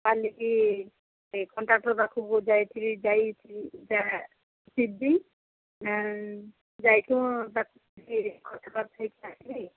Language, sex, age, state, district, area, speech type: Odia, female, 45-60, Odisha, Sundergarh, rural, conversation